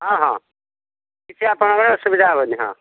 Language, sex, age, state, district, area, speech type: Odia, male, 45-60, Odisha, Angul, rural, conversation